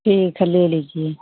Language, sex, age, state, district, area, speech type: Hindi, female, 60+, Uttar Pradesh, Mau, rural, conversation